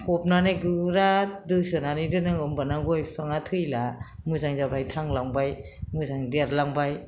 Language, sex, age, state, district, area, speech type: Bodo, female, 60+, Assam, Kokrajhar, rural, spontaneous